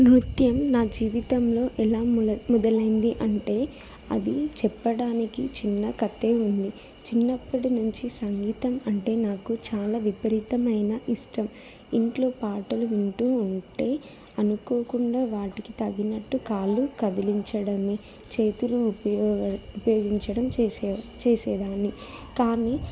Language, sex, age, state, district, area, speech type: Telugu, female, 18-30, Telangana, Jangaon, rural, spontaneous